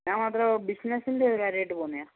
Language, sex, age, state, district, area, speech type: Malayalam, male, 18-30, Kerala, Wayanad, rural, conversation